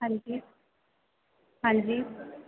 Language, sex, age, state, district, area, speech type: Punjabi, female, 18-30, Punjab, Muktsar, urban, conversation